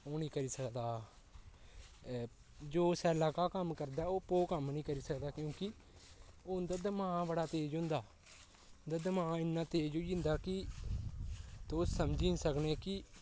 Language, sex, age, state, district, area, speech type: Dogri, male, 18-30, Jammu and Kashmir, Kathua, rural, spontaneous